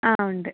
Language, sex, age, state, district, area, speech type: Malayalam, female, 30-45, Kerala, Wayanad, rural, conversation